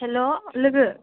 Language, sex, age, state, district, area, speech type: Bodo, female, 18-30, Assam, Kokrajhar, rural, conversation